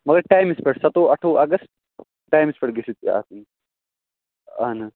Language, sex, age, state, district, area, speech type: Kashmiri, male, 18-30, Jammu and Kashmir, Kupwara, rural, conversation